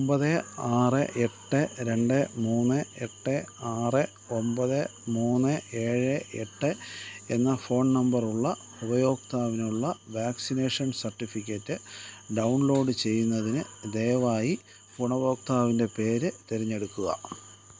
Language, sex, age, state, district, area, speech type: Malayalam, male, 45-60, Kerala, Thiruvananthapuram, rural, read